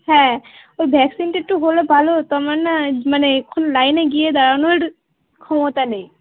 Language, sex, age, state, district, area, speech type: Bengali, female, 18-30, West Bengal, Dakshin Dinajpur, urban, conversation